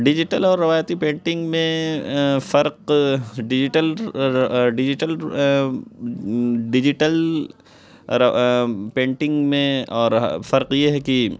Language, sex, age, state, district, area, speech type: Urdu, male, 30-45, Uttar Pradesh, Lucknow, urban, spontaneous